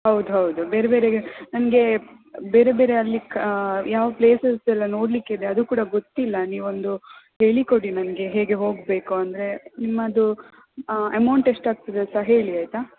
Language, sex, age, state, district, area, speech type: Kannada, female, 18-30, Karnataka, Shimoga, rural, conversation